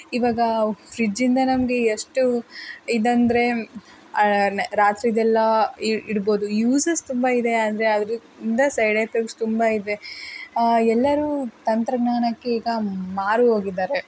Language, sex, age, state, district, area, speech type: Kannada, female, 30-45, Karnataka, Tumkur, rural, spontaneous